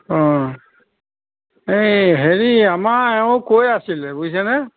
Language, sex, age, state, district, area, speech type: Assamese, male, 60+, Assam, Nagaon, rural, conversation